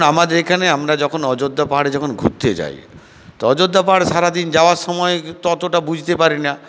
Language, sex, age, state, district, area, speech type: Bengali, male, 60+, West Bengal, Purulia, rural, spontaneous